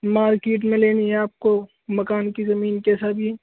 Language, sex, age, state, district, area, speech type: Urdu, male, 18-30, Uttar Pradesh, Saharanpur, urban, conversation